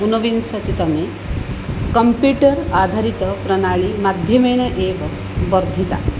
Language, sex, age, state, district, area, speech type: Sanskrit, female, 45-60, Odisha, Puri, urban, spontaneous